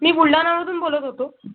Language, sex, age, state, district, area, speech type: Marathi, male, 30-45, Maharashtra, Buldhana, rural, conversation